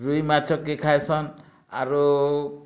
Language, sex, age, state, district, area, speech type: Odia, male, 60+, Odisha, Bargarh, rural, spontaneous